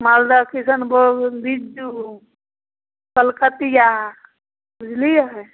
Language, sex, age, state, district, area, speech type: Maithili, female, 30-45, Bihar, Samastipur, rural, conversation